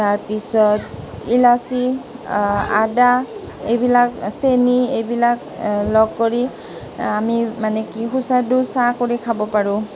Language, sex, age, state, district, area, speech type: Assamese, female, 30-45, Assam, Nalbari, rural, spontaneous